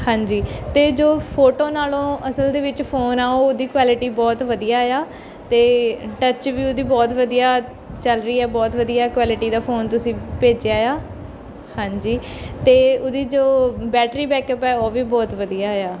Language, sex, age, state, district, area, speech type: Punjabi, female, 18-30, Punjab, Mohali, urban, spontaneous